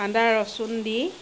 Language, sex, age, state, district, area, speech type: Assamese, female, 30-45, Assam, Sivasagar, rural, spontaneous